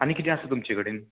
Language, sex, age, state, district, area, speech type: Goan Konkani, male, 18-30, Goa, Murmgao, rural, conversation